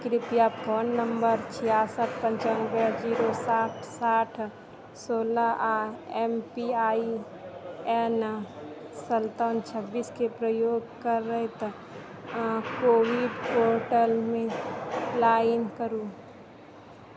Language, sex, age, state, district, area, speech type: Maithili, female, 18-30, Bihar, Purnia, rural, read